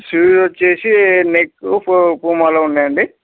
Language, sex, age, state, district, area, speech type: Telugu, male, 30-45, Telangana, Nagarkurnool, urban, conversation